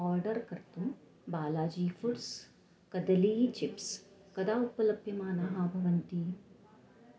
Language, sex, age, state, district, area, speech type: Sanskrit, female, 45-60, Maharashtra, Nashik, rural, read